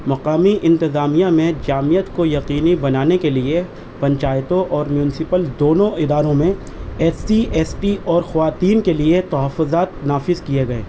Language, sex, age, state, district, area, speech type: Urdu, male, 30-45, Delhi, East Delhi, urban, read